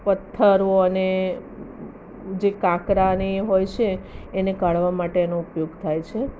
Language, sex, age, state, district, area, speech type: Gujarati, female, 30-45, Gujarat, Ahmedabad, urban, spontaneous